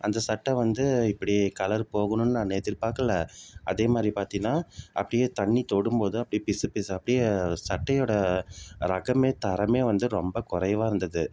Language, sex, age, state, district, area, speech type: Tamil, male, 30-45, Tamil Nadu, Salem, urban, spontaneous